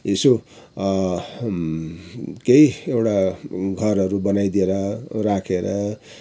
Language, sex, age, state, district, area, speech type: Nepali, male, 60+, West Bengal, Kalimpong, rural, spontaneous